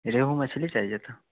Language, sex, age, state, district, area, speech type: Urdu, male, 18-30, Bihar, Khagaria, rural, conversation